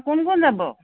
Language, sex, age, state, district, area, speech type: Assamese, female, 30-45, Assam, Jorhat, urban, conversation